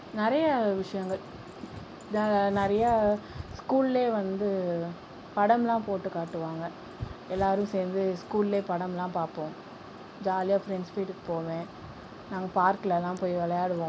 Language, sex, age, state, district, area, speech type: Tamil, female, 18-30, Tamil Nadu, Tiruchirappalli, rural, spontaneous